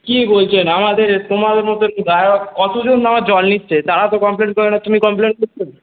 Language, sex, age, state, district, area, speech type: Bengali, male, 18-30, West Bengal, Darjeeling, urban, conversation